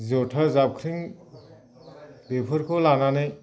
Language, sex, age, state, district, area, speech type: Bodo, male, 45-60, Assam, Baksa, rural, spontaneous